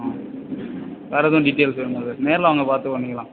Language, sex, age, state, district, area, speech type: Tamil, male, 18-30, Tamil Nadu, Nagapattinam, rural, conversation